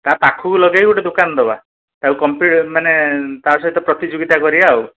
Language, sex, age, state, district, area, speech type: Odia, male, 30-45, Odisha, Dhenkanal, rural, conversation